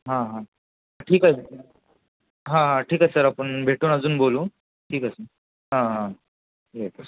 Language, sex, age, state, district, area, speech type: Marathi, male, 18-30, Maharashtra, Ratnagiri, rural, conversation